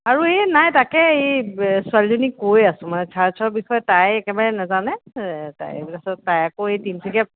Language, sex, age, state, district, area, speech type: Assamese, female, 45-60, Assam, Tinsukia, rural, conversation